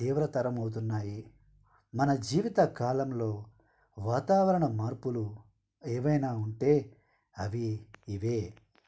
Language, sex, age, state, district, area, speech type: Telugu, male, 45-60, Andhra Pradesh, Konaseema, rural, spontaneous